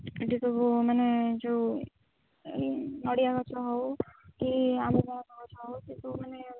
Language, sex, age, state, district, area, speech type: Odia, female, 18-30, Odisha, Jagatsinghpur, rural, conversation